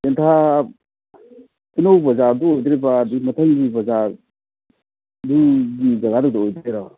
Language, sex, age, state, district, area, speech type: Manipuri, male, 60+, Manipur, Thoubal, rural, conversation